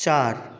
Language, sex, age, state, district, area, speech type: Bengali, male, 18-30, West Bengal, Jalpaiguri, rural, read